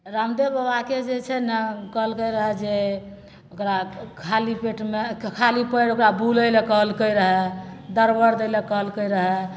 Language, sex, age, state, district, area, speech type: Maithili, female, 45-60, Bihar, Madhepura, rural, spontaneous